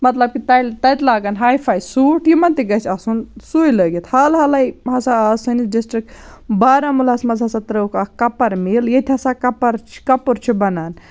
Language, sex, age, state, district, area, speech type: Kashmiri, female, 30-45, Jammu and Kashmir, Baramulla, rural, spontaneous